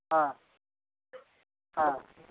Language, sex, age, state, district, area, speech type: Tamil, male, 45-60, Tamil Nadu, Tiruvannamalai, rural, conversation